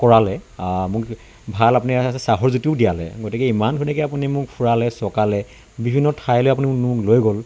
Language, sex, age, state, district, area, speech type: Assamese, male, 30-45, Assam, Dibrugarh, rural, spontaneous